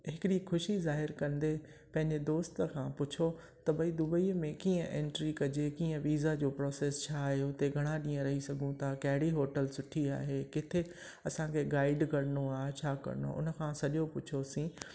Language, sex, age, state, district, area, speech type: Sindhi, male, 45-60, Rajasthan, Ajmer, rural, spontaneous